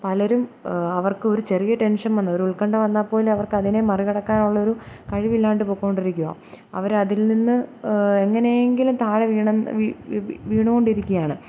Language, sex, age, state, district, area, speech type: Malayalam, female, 18-30, Kerala, Kottayam, rural, spontaneous